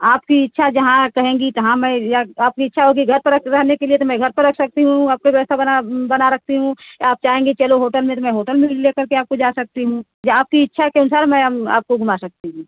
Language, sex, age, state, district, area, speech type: Hindi, female, 30-45, Uttar Pradesh, Ghazipur, rural, conversation